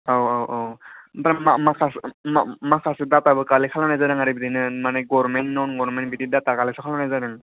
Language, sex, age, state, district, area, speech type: Bodo, male, 18-30, Assam, Kokrajhar, rural, conversation